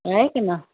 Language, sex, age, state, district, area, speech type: Sindhi, female, 45-60, Uttar Pradesh, Lucknow, urban, conversation